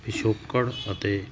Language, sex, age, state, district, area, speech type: Punjabi, male, 45-60, Punjab, Hoshiarpur, urban, spontaneous